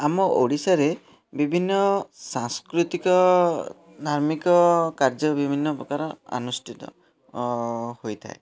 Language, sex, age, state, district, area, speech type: Odia, male, 30-45, Odisha, Puri, urban, spontaneous